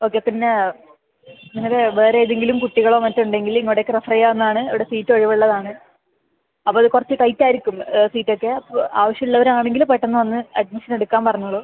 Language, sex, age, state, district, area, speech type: Malayalam, female, 18-30, Kerala, Kasaragod, rural, conversation